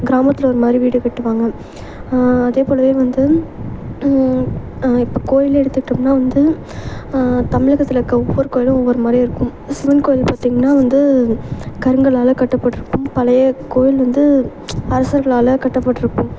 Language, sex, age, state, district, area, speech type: Tamil, female, 18-30, Tamil Nadu, Thanjavur, urban, spontaneous